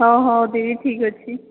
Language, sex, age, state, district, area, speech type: Odia, female, 45-60, Odisha, Sambalpur, rural, conversation